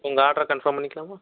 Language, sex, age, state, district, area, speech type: Tamil, male, 30-45, Tamil Nadu, Erode, rural, conversation